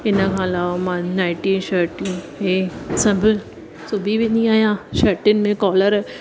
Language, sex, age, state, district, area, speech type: Sindhi, female, 30-45, Gujarat, Surat, urban, spontaneous